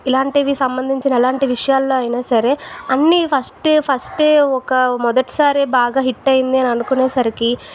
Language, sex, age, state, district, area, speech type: Telugu, female, 18-30, Andhra Pradesh, Vizianagaram, urban, spontaneous